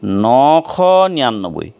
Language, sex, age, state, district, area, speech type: Assamese, male, 45-60, Assam, Charaideo, urban, spontaneous